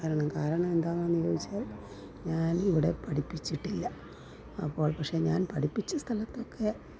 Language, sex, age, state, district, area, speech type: Malayalam, female, 60+, Kerala, Pathanamthitta, rural, spontaneous